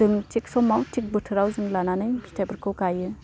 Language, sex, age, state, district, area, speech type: Bodo, female, 18-30, Assam, Udalguri, rural, spontaneous